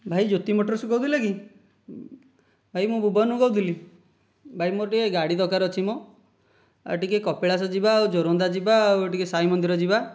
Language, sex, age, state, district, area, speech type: Odia, male, 18-30, Odisha, Dhenkanal, rural, spontaneous